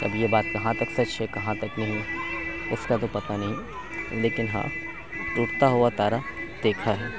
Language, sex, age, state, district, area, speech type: Urdu, male, 30-45, Uttar Pradesh, Lucknow, urban, spontaneous